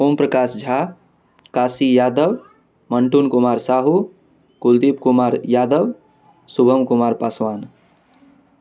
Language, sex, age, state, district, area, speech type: Maithili, male, 18-30, Bihar, Darbhanga, urban, spontaneous